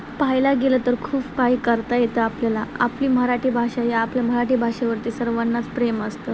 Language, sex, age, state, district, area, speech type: Marathi, female, 18-30, Maharashtra, Ratnagiri, urban, spontaneous